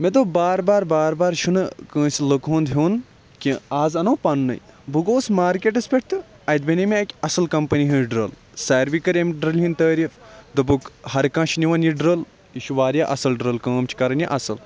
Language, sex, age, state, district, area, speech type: Kashmiri, male, 30-45, Jammu and Kashmir, Kulgam, rural, spontaneous